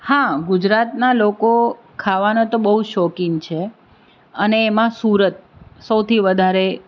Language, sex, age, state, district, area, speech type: Gujarati, female, 45-60, Gujarat, Anand, urban, spontaneous